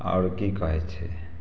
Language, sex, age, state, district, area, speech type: Maithili, male, 30-45, Bihar, Samastipur, rural, spontaneous